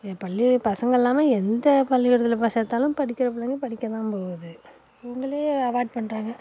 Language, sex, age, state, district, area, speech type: Tamil, female, 45-60, Tamil Nadu, Nagapattinam, rural, spontaneous